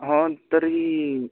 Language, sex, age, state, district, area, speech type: Marathi, male, 18-30, Maharashtra, Washim, rural, conversation